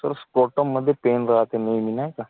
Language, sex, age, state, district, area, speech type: Marathi, male, 30-45, Maharashtra, Gadchiroli, rural, conversation